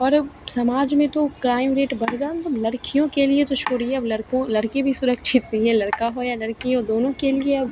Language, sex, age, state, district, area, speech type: Hindi, female, 18-30, Bihar, Begusarai, rural, spontaneous